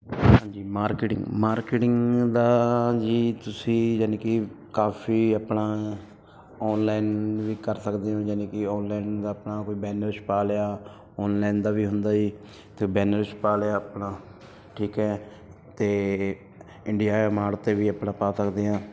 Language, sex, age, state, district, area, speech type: Punjabi, male, 30-45, Punjab, Ludhiana, urban, spontaneous